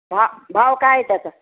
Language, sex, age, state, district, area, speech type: Marathi, female, 60+, Maharashtra, Nanded, urban, conversation